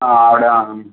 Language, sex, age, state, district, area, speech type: Malayalam, female, 30-45, Kerala, Kozhikode, urban, conversation